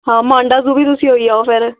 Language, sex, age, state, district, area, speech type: Dogri, female, 18-30, Jammu and Kashmir, Jammu, urban, conversation